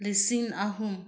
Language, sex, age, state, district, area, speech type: Manipuri, female, 30-45, Manipur, Senapati, urban, spontaneous